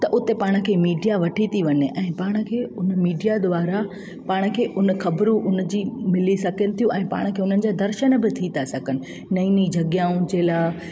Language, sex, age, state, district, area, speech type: Sindhi, female, 18-30, Gujarat, Junagadh, rural, spontaneous